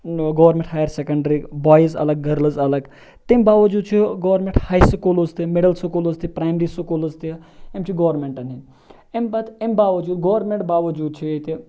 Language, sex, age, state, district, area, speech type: Kashmiri, male, 30-45, Jammu and Kashmir, Ganderbal, rural, spontaneous